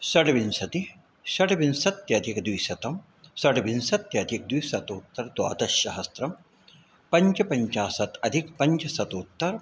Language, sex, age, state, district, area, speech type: Sanskrit, male, 60+, Uttar Pradesh, Ayodhya, urban, spontaneous